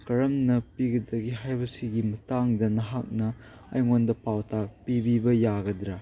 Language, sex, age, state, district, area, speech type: Manipuri, male, 18-30, Manipur, Chandel, rural, read